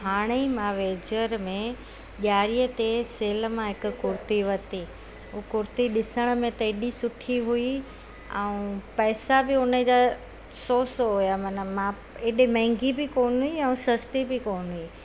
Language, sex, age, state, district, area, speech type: Sindhi, female, 45-60, Gujarat, Surat, urban, spontaneous